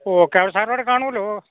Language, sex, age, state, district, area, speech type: Malayalam, male, 45-60, Kerala, Idukki, rural, conversation